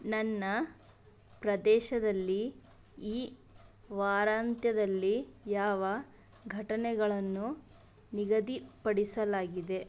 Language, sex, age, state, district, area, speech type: Kannada, female, 30-45, Karnataka, Bidar, urban, read